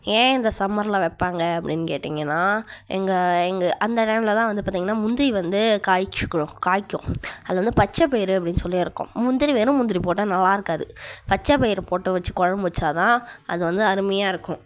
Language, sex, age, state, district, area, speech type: Tamil, female, 45-60, Tamil Nadu, Cuddalore, urban, spontaneous